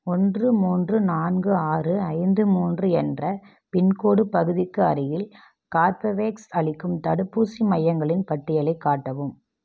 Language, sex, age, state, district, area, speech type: Tamil, female, 30-45, Tamil Nadu, Namakkal, rural, read